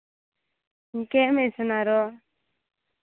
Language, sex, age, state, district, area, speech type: Telugu, female, 18-30, Andhra Pradesh, Sri Balaji, rural, conversation